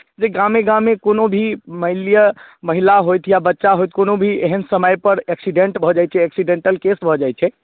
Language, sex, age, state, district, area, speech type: Maithili, male, 18-30, Bihar, Madhubani, rural, conversation